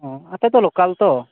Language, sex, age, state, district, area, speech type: Santali, male, 30-45, West Bengal, Purba Bardhaman, rural, conversation